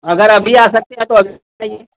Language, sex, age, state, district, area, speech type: Hindi, male, 30-45, Uttar Pradesh, Mau, urban, conversation